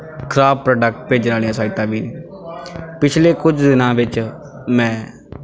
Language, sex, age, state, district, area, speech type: Punjabi, male, 18-30, Punjab, Bathinda, rural, spontaneous